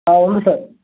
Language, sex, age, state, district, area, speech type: Telugu, male, 18-30, Andhra Pradesh, Srikakulam, urban, conversation